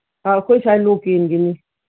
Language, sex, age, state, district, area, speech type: Manipuri, female, 45-60, Manipur, Imphal East, rural, conversation